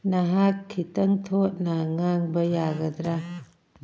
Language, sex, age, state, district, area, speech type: Manipuri, female, 45-60, Manipur, Churachandpur, urban, read